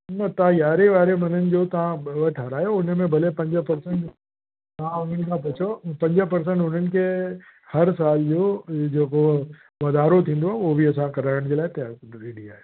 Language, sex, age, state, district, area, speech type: Sindhi, male, 60+, Uttar Pradesh, Lucknow, urban, conversation